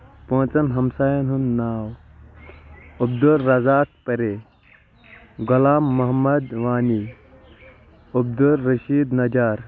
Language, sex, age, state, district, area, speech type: Kashmiri, male, 30-45, Jammu and Kashmir, Kulgam, rural, spontaneous